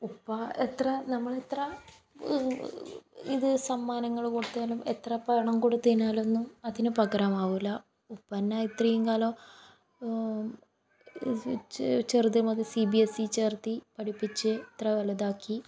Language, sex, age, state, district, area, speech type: Malayalam, female, 18-30, Kerala, Kannur, rural, spontaneous